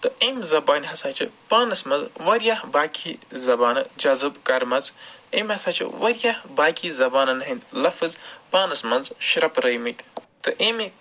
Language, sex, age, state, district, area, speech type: Kashmiri, male, 45-60, Jammu and Kashmir, Ganderbal, urban, spontaneous